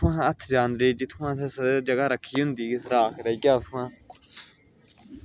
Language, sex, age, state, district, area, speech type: Dogri, male, 30-45, Jammu and Kashmir, Udhampur, rural, spontaneous